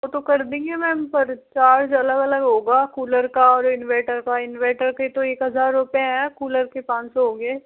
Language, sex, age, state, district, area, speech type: Hindi, female, 18-30, Rajasthan, Karauli, rural, conversation